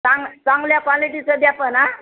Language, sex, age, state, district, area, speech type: Marathi, female, 60+, Maharashtra, Nanded, urban, conversation